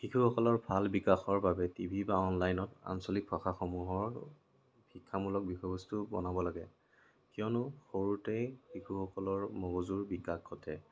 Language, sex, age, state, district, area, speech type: Assamese, male, 30-45, Assam, Kamrup Metropolitan, rural, spontaneous